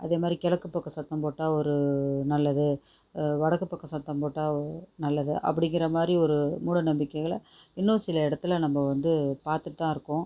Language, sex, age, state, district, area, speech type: Tamil, female, 30-45, Tamil Nadu, Tiruchirappalli, rural, spontaneous